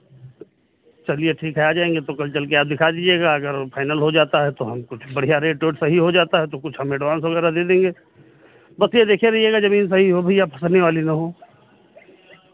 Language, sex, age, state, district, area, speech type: Hindi, male, 45-60, Uttar Pradesh, Lucknow, rural, conversation